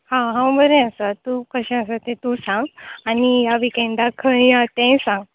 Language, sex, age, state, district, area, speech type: Goan Konkani, female, 18-30, Goa, Tiswadi, rural, conversation